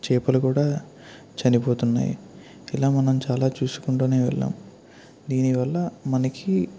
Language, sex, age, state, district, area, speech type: Telugu, male, 18-30, Andhra Pradesh, Eluru, rural, spontaneous